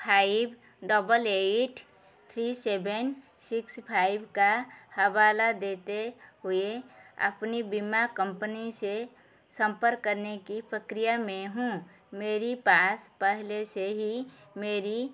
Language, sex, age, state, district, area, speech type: Hindi, female, 45-60, Madhya Pradesh, Chhindwara, rural, read